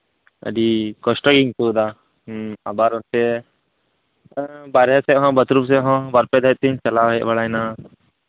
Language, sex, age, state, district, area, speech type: Santali, male, 18-30, West Bengal, Birbhum, rural, conversation